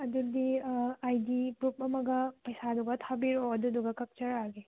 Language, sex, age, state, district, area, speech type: Manipuri, female, 30-45, Manipur, Tengnoupal, rural, conversation